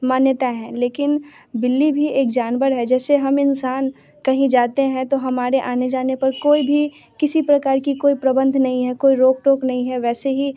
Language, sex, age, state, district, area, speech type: Hindi, female, 18-30, Bihar, Muzaffarpur, rural, spontaneous